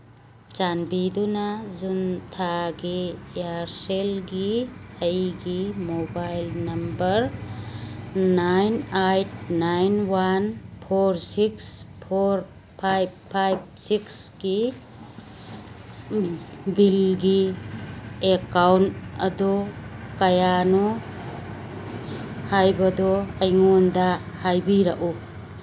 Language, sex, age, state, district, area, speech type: Manipuri, female, 60+, Manipur, Churachandpur, urban, read